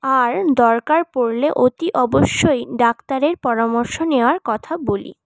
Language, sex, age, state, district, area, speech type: Bengali, female, 18-30, West Bengal, Paschim Bardhaman, urban, spontaneous